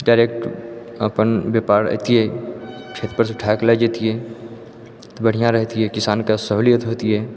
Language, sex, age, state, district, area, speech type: Maithili, male, 18-30, Bihar, Purnia, rural, spontaneous